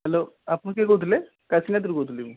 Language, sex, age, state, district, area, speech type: Odia, male, 45-60, Odisha, Kendujhar, urban, conversation